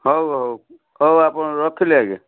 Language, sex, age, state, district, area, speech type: Odia, male, 45-60, Odisha, Cuttack, urban, conversation